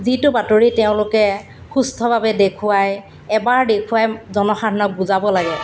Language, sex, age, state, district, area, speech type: Assamese, female, 45-60, Assam, Golaghat, urban, spontaneous